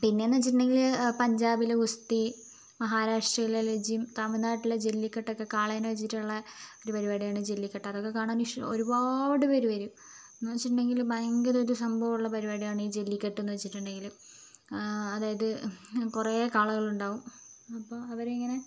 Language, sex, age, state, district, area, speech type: Malayalam, female, 45-60, Kerala, Wayanad, rural, spontaneous